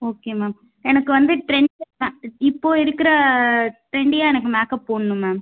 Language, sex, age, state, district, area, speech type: Tamil, female, 18-30, Tamil Nadu, Tiruchirappalli, rural, conversation